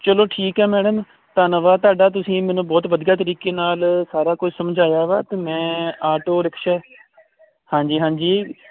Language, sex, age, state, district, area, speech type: Punjabi, male, 30-45, Punjab, Kapurthala, rural, conversation